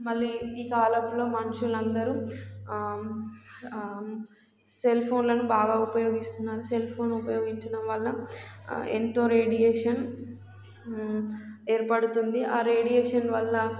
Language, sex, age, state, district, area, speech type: Telugu, female, 18-30, Telangana, Warangal, rural, spontaneous